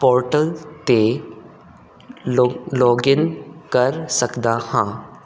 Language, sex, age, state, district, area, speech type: Punjabi, male, 18-30, Punjab, Kapurthala, urban, read